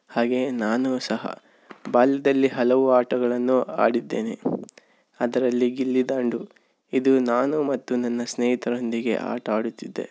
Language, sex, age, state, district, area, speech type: Kannada, male, 18-30, Karnataka, Davanagere, urban, spontaneous